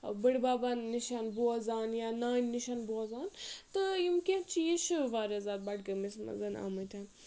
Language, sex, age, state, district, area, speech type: Kashmiri, female, 18-30, Jammu and Kashmir, Budgam, rural, spontaneous